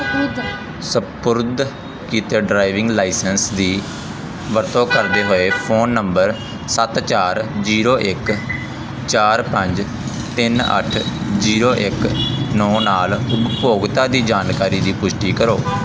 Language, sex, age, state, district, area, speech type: Punjabi, male, 18-30, Punjab, Gurdaspur, urban, read